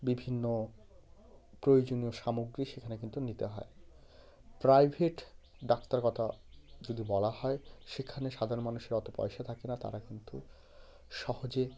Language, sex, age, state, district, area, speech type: Bengali, male, 30-45, West Bengal, Hooghly, urban, spontaneous